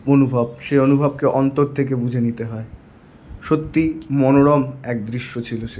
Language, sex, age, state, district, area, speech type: Bengali, male, 18-30, West Bengal, Paschim Bardhaman, urban, spontaneous